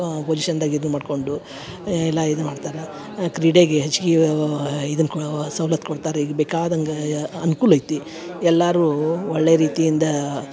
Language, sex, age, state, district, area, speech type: Kannada, female, 60+, Karnataka, Dharwad, rural, spontaneous